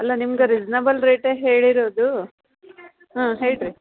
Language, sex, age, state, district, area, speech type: Kannada, female, 45-60, Karnataka, Dharwad, urban, conversation